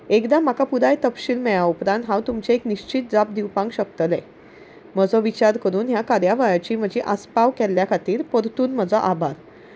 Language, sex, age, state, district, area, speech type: Goan Konkani, female, 30-45, Goa, Salcete, rural, spontaneous